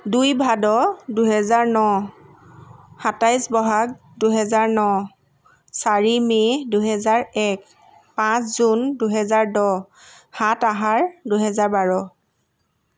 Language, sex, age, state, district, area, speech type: Assamese, female, 30-45, Assam, Lakhimpur, rural, spontaneous